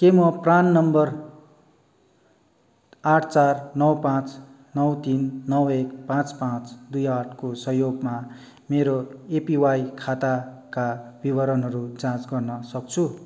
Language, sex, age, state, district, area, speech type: Nepali, male, 45-60, West Bengal, Darjeeling, rural, read